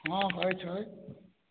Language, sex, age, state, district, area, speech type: Maithili, male, 30-45, Bihar, Samastipur, rural, conversation